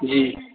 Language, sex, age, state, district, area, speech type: Maithili, male, 30-45, Bihar, Madhubani, rural, conversation